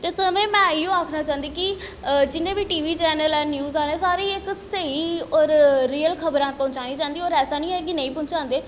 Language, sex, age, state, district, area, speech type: Dogri, female, 18-30, Jammu and Kashmir, Jammu, urban, spontaneous